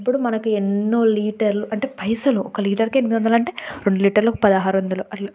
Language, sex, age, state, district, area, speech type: Telugu, female, 18-30, Telangana, Yadadri Bhuvanagiri, rural, spontaneous